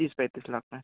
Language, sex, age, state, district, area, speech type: Hindi, male, 18-30, Madhya Pradesh, Bhopal, rural, conversation